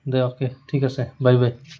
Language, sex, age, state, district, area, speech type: Assamese, male, 18-30, Assam, Goalpara, urban, spontaneous